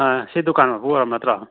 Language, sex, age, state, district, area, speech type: Manipuri, male, 18-30, Manipur, Churachandpur, rural, conversation